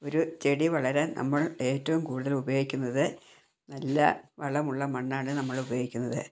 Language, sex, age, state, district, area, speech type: Malayalam, female, 60+, Kerala, Wayanad, rural, spontaneous